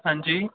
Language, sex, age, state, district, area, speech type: Dogri, male, 18-30, Jammu and Kashmir, Udhampur, urban, conversation